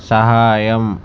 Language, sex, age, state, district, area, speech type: Telugu, male, 45-60, Andhra Pradesh, Visakhapatnam, urban, read